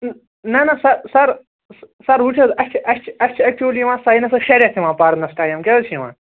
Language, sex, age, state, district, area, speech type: Kashmiri, male, 18-30, Jammu and Kashmir, Srinagar, urban, conversation